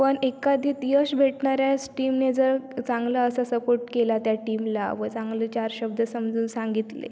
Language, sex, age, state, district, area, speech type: Marathi, female, 18-30, Maharashtra, Sindhudurg, rural, spontaneous